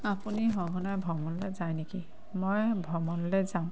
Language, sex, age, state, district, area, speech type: Assamese, female, 30-45, Assam, Sivasagar, rural, spontaneous